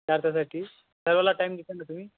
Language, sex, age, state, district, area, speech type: Marathi, male, 18-30, Maharashtra, Yavatmal, rural, conversation